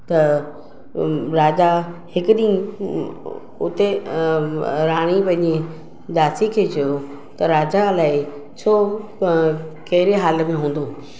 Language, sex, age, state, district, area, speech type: Sindhi, female, 45-60, Maharashtra, Mumbai Suburban, urban, spontaneous